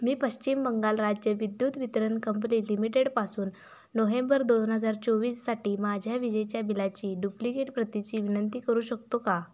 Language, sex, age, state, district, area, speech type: Marathi, female, 18-30, Maharashtra, Sangli, rural, read